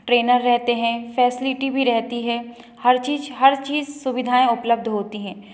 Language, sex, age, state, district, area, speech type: Hindi, female, 30-45, Madhya Pradesh, Balaghat, rural, spontaneous